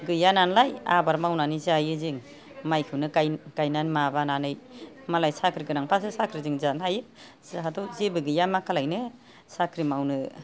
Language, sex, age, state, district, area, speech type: Bodo, female, 60+, Assam, Kokrajhar, rural, spontaneous